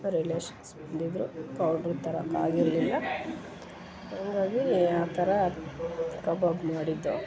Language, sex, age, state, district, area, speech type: Kannada, female, 30-45, Karnataka, Hassan, urban, spontaneous